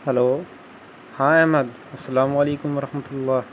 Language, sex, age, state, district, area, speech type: Urdu, male, 30-45, Bihar, Gaya, urban, spontaneous